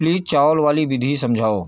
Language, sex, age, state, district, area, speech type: Hindi, male, 60+, Uttar Pradesh, Jaunpur, urban, read